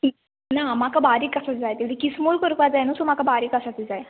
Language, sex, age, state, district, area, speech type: Goan Konkani, female, 18-30, Goa, Quepem, rural, conversation